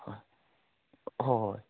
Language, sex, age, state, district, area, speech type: Manipuri, male, 18-30, Manipur, Kangpokpi, urban, conversation